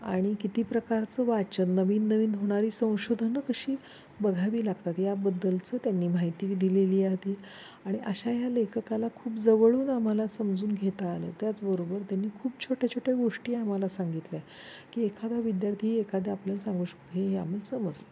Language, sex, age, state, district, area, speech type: Marathi, female, 45-60, Maharashtra, Satara, urban, spontaneous